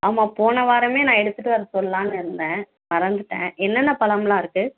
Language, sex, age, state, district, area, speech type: Tamil, female, 18-30, Tamil Nadu, Tiruvallur, rural, conversation